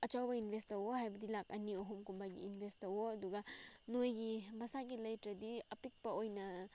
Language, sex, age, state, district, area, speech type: Manipuri, female, 18-30, Manipur, Senapati, rural, spontaneous